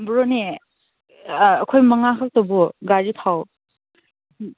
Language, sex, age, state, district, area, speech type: Manipuri, female, 30-45, Manipur, Chandel, rural, conversation